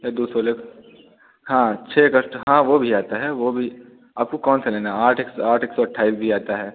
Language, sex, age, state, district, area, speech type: Hindi, male, 18-30, Uttar Pradesh, Bhadohi, urban, conversation